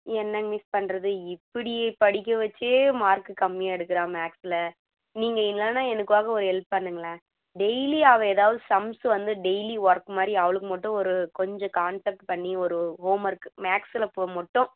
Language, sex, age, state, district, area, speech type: Tamil, female, 30-45, Tamil Nadu, Dharmapuri, rural, conversation